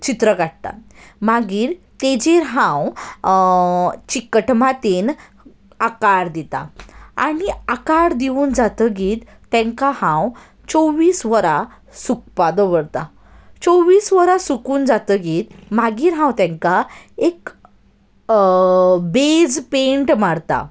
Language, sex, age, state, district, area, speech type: Goan Konkani, female, 18-30, Goa, Salcete, urban, spontaneous